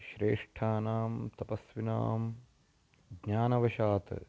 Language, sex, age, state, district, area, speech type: Sanskrit, male, 30-45, Karnataka, Uttara Kannada, rural, spontaneous